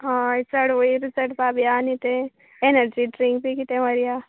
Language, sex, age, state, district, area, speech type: Goan Konkani, female, 18-30, Goa, Canacona, rural, conversation